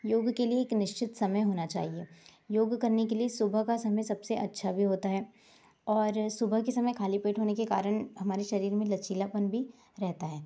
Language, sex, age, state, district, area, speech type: Hindi, male, 30-45, Madhya Pradesh, Balaghat, rural, spontaneous